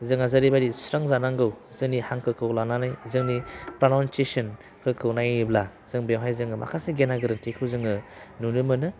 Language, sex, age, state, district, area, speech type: Bodo, male, 30-45, Assam, Udalguri, urban, spontaneous